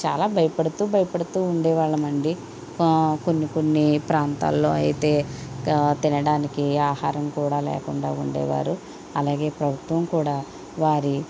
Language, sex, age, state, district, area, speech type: Telugu, female, 45-60, Andhra Pradesh, Konaseema, rural, spontaneous